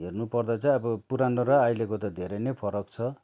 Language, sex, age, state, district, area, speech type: Nepali, male, 30-45, West Bengal, Darjeeling, rural, spontaneous